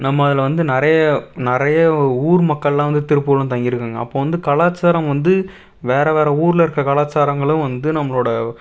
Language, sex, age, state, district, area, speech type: Tamil, male, 18-30, Tamil Nadu, Tiruppur, rural, spontaneous